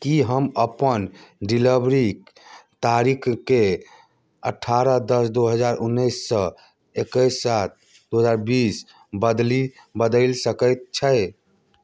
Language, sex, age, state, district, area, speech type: Maithili, male, 30-45, Bihar, Darbhanga, rural, read